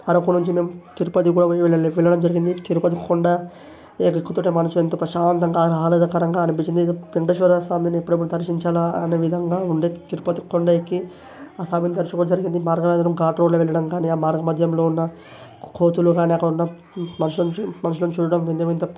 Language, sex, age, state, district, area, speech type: Telugu, male, 18-30, Telangana, Vikarabad, urban, spontaneous